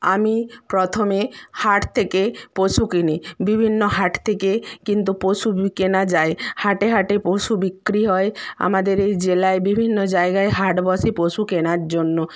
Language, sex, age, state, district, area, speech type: Bengali, female, 30-45, West Bengal, Purba Medinipur, rural, spontaneous